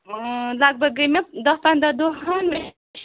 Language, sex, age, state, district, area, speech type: Kashmiri, female, 45-60, Jammu and Kashmir, Srinagar, urban, conversation